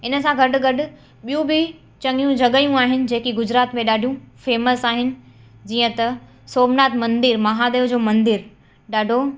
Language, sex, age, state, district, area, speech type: Sindhi, female, 18-30, Gujarat, Kutch, urban, spontaneous